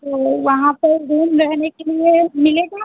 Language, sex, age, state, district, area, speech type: Hindi, female, 30-45, Bihar, Muzaffarpur, rural, conversation